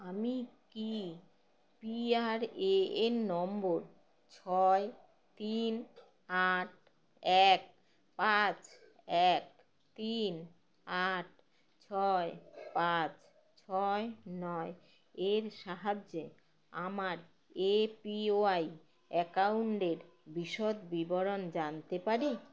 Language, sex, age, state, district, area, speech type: Bengali, female, 45-60, West Bengal, Howrah, urban, read